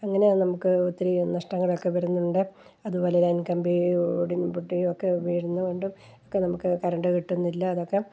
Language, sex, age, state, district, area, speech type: Malayalam, female, 60+, Kerala, Kollam, rural, spontaneous